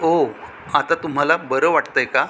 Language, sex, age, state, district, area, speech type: Marathi, male, 45-60, Maharashtra, Thane, rural, read